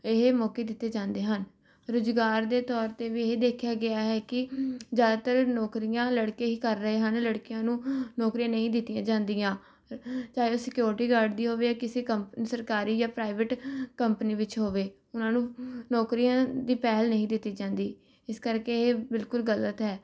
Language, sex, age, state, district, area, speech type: Punjabi, female, 18-30, Punjab, Rupnagar, urban, spontaneous